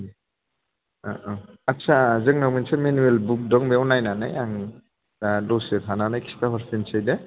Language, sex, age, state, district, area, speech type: Bodo, male, 30-45, Assam, Kokrajhar, rural, conversation